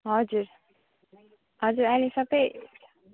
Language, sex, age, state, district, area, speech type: Nepali, female, 30-45, West Bengal, Alipurduar, rural, conversation